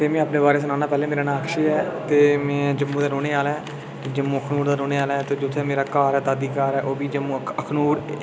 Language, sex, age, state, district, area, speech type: Dogri, male, 18-30, Jammu and Kashmir, Udhampur, urban, spontaneous